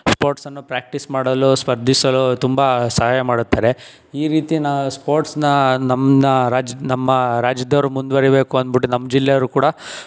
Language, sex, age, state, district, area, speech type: Kannada, male, 18-30, Karnataka, Tumkur, rural, spontaneous